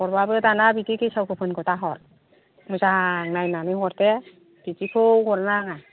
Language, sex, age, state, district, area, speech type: Bodo, female, 60+, Assam, Kokrajhar, rural, conversation